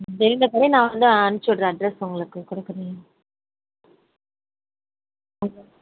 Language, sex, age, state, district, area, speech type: Tamil, female, 45-60, Tamil Nadu, Kanchipuram, urban, conversation